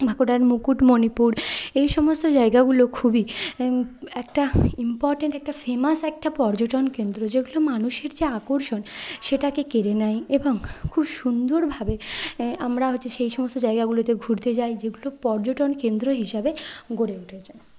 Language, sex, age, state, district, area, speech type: Bengali, female, 30-45, West Bengal, Bankura, urban, spontaneous